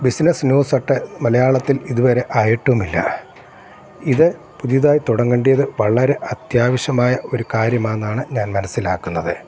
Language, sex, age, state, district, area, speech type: Malayalam, male, 45-60, Kerala, Kottayam, urban, spontaneous